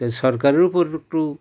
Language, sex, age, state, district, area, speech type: Bengali, male, 45-60, West Bengal, Howrah, urban, spontaneous